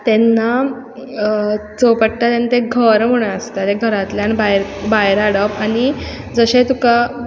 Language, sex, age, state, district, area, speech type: Goan Konkani, female, 18-30, Goa, Quepem, rural, spontaneous